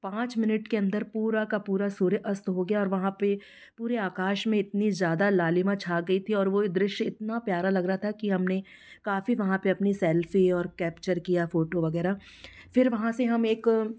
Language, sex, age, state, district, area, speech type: Hindi, female, 45-60, Madhya Pradesh, Jabalpur, urban, spontaneous